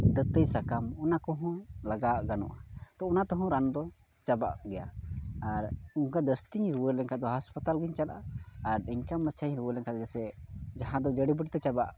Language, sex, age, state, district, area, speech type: Santali, male, 18-30, Jharkhand, Pakur, rural, spontaneous